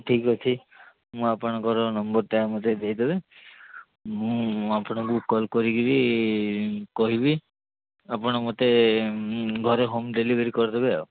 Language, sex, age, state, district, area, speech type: Odia, male, 30-45, Odisha, Ganjam, urban, conversation